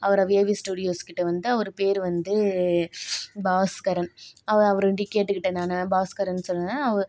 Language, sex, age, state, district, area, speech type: Tamil, female, 45-60, Tamil Nadu, Tiruvarur, rural, spontaneous